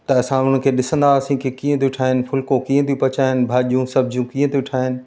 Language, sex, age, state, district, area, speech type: Sindhi, male, 45-60, Madhya Pradesh, Katni, rural, spontaneous